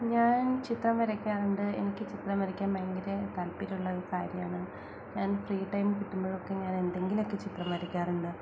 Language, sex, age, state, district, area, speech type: Malayalam, female, 30-45, Kerala, Wayanad, rural, spontaneous